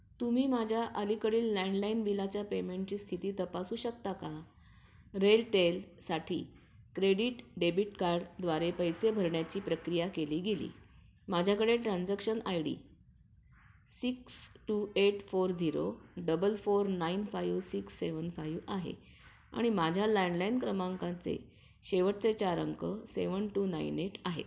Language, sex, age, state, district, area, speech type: Marathi, female, 60+, Maharashtra, Nashik, urban, read